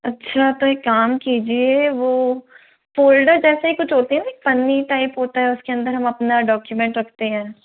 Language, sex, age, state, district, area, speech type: Hindi, female, 18-30, Rajasthan, Jodhpur, urban, conversation